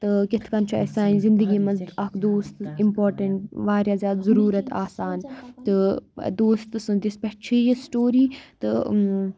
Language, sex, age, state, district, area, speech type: Kashmiri, female, 18-30, Jammu and Kashmir, Kupwara, rural, spontaneous